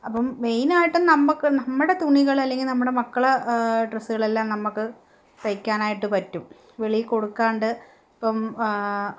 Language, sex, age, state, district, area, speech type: Malayalam, female, 18-30, Kerala, Palakkad, rural, spontaneous